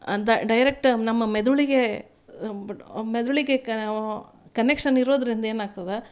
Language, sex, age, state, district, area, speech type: Kannada, female, 45-60, Karnataka, Gulbarga, urban, spontaneous